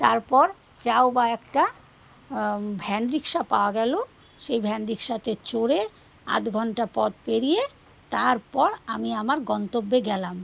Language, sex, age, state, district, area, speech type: Bengali, female, 45-60, West Bengal, Alipurduar, rural, spontaneous